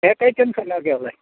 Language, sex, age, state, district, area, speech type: Malayalam, male, 60+, Kerala, Idukki, rural, conversation